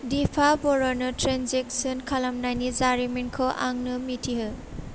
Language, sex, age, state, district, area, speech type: Bodo, female, 18-30, Assam, Chirang, urban, read